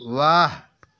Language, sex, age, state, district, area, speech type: Hindi, male, 45-60, Uttar Pradesh, Varanasi, urban, read